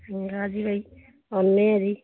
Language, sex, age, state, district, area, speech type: Punjabi, female, 45-60, Punjab, Muktsar, urban, conversation